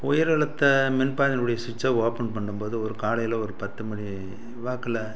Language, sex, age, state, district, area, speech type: Tamil, male, 60+, Tamil Nadu, Salem, urban, spontaneous